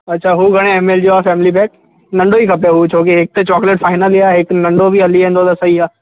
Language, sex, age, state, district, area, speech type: Sindhi, male, 18-30, Rajasthan, Ajmer, urban, conversation